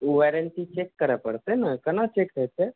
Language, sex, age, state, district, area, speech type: Maithili, other, 18-30, Bihar, Saharsa, rural, conversation